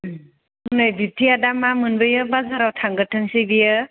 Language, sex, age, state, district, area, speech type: Bodo, female, 18-30, Assam, Kokrajhar, rural, conversation